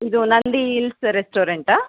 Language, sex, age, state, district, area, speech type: Kannada, female, 30-45, Karnataka, Chikkaballapur, rural, conversation